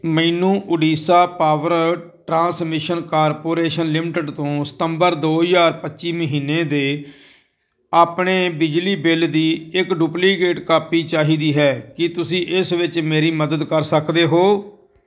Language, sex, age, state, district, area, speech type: Punjabi, male, 45-60, Punjab, Firozpur, rural, read